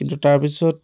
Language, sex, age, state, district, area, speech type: Assamese, male, 18-30, Assam, Lakhimpur, rural, spontaneous